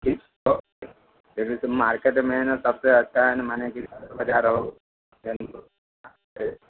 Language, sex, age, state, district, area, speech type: Maithili, male, 45-60, Bihar, Sitamarhi, rural, conversation